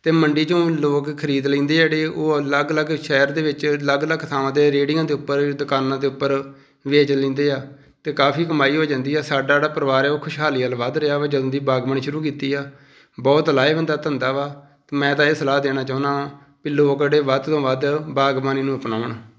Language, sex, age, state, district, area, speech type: Punjabi, male, 45-60, Punjab, Tarn Taran, rural, spontaneous